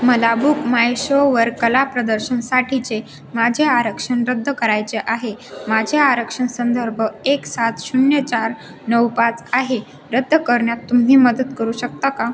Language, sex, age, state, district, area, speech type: Marathi, female, 18-30, Maharashtra, Ahmednagar, rural, read